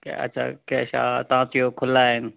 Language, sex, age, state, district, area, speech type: Sindhi, male, 45-60, Delhi, South Delhi, urban, conversation